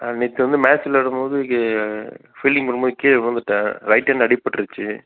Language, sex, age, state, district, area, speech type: Tamil, male, 60+, Tamil Nadu, Mayiladuthurai, rural, conversation